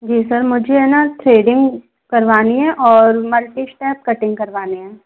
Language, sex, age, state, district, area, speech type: Hindi, female, 18-30, Madhya Pradesh, Gwalior, rural, conversation